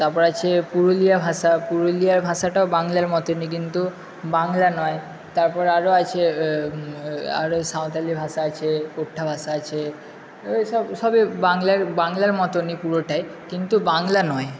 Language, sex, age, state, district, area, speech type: Bengali, male, 30-45, West Bengal, Purba Bardhaman, urban, spontaneous